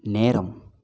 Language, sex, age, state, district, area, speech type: Tamil, male, 18-30, Tamil Nadu, Namakkal, rural, read